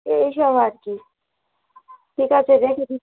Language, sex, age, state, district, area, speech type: Bengali, female, 45-60, West Bengal, Dakshin Dinajpur, urban, conversation